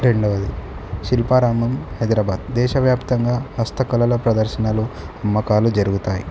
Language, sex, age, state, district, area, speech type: Telugu, male, 18-30, Telangana, Hanamkonda, urban, spontaneous